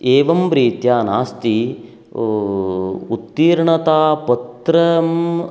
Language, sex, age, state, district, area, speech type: Sanskrit, male, 45-60, Karnataka, Uttara Kannada, rural, spontaneous